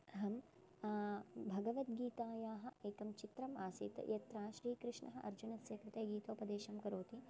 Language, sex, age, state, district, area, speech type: Sanskrit, female, 18-30, Karnataka, Chikkamagaluru, rural, spontaneous